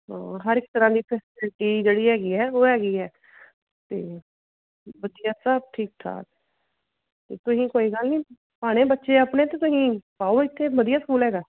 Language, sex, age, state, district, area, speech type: Punjabi, female, 30-45, Punjab, Gurdaspur, rural, conversation